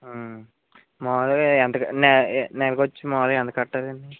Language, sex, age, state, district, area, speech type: Telugu, male, 45-60, Andhra Pradesh, East Godavari, rural, conversation